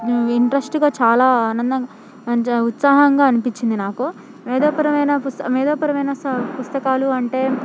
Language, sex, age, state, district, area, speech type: Telugu, female, 18-30, Telangana, Hyderabad, rural, spontaneous